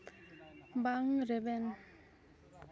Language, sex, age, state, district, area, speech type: Santali, female, 18-30, West Bengal, Malda, rural, read